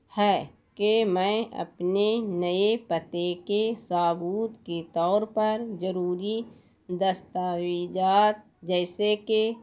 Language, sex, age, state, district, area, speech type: Urdu, female, 60+, Bihar, Gaya, urban, spontaneous